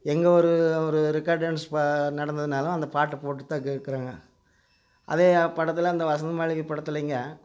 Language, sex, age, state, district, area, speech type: Tamil, male, 60+, Tamil Nadu, Coimbatore, rural, spontaneous